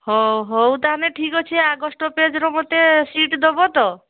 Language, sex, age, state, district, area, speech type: Odia, female, 45-60, Odisha, Mayurbhanj, rural, conversation